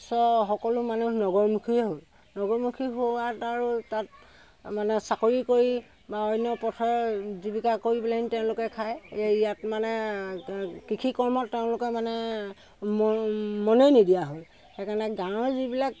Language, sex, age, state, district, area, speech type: Assamese, female, 60+, Assam, Sivasagar, rural, spontaneous